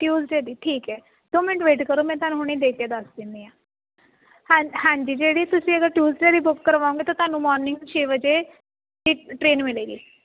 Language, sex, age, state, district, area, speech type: Punjabi, female, 30-45, Punjab, Jalandhar, rural, conversation